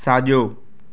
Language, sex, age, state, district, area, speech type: Sindhi, male, 18-30, Gujarat, Surat, urban, read